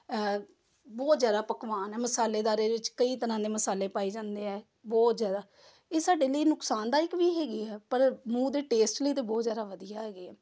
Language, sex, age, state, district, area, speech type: Punjabi, female, 30-45, Punjab, Amritsar, urban, spontaneous